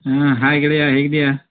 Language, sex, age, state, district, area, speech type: Kannada, male, 45-60, Karnataka, Koppal, rural, conversation